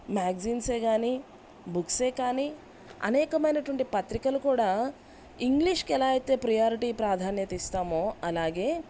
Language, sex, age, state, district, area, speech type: Telugu, female, 30-45, Andhra Pradesh, Bapatla, rural, spontaneous